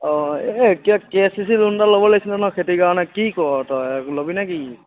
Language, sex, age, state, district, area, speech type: Assamese, male, 45-60, Assam, Lakhimpur, rural, conversation